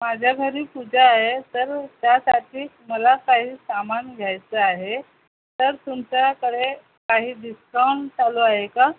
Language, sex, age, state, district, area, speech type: Marathi, female, 45-60, Maharashtra, Thane, urban, conversation